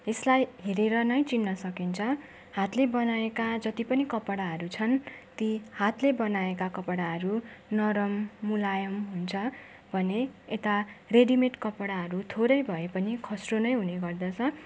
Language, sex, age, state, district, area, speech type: Nepali, female, 18-30, West Bengal, Darjeeling, rural, spontaneous